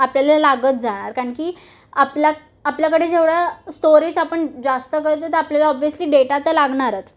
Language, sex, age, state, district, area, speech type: Marathi, female, 18-30, Maharashtra, Mumbai Suburban, urban, spontaneous